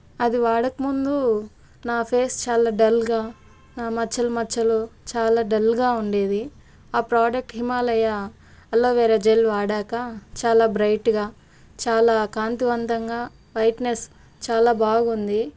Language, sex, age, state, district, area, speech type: Telugu, female, 30-45, Andhra Pradesh, Chittoor, rural, spontaneous